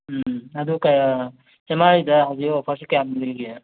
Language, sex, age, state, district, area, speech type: Manipuri, male, 30-45, Manipur, Thoubal, rural, conversation